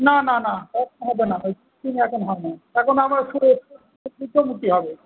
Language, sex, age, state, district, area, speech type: Bengali, male, 45-60, West Bengal, Hooghly, rural, conversation